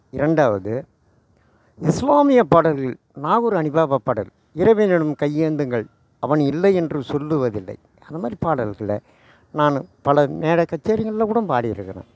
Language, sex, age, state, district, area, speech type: Tamil, male, 60+, Tamil Nadu, Tiruvannamalai, rural, spontaneous